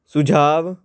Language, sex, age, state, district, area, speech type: Punjabi, male, 18-30, Punjab, Patiala, urban, read